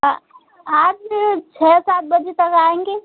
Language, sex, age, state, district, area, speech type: Hindi, female, 18-30, Uttar Pradesh, Azamgarh, rural, conversation